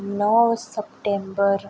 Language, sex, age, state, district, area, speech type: Goan Konkani, female, 18-30, Goa, Ponda, rural, spontaneous